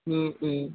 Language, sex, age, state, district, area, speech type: Malayalam, female, 30-45, Kerala, Kollam, rural, conversation